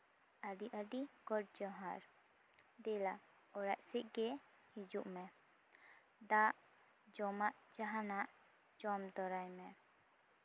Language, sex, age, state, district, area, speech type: Santali, female, 18-30, West Bengal, Bankura, rural, spontaneous